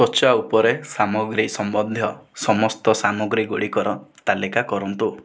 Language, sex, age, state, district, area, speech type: Odia, male, 18-30, Odisha, Kandhamal, rural, read